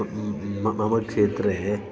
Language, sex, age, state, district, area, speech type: Sanskrit, male, 30-45, Karnataka, Dakshina Kannada, urban, spontaneous